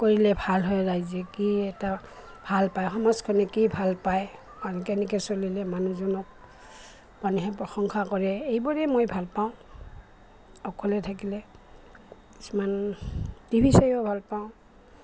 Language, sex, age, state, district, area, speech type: Assamese, female, 60+, Assam, Goalpara, rural, spontaneous